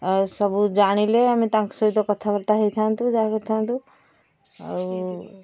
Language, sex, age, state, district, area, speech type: Odia, female, 45-60, Odisha, Puri, urban, spontaneous